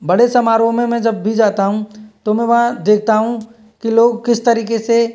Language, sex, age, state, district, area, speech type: Hindi, male, 45-60, Rajasthan, Karauli, rural, spontaneous